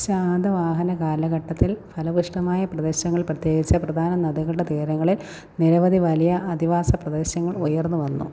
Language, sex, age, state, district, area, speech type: Malayalam, female, 30-45, Kerala, Alappuzha, rural, read